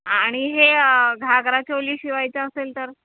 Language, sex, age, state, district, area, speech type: Marathi, female, 30-45, Maharashtra, Thane, urban, conversation